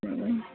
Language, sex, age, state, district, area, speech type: Kannada, female, 45-60, Karnataka, Shimoga, rural, conversation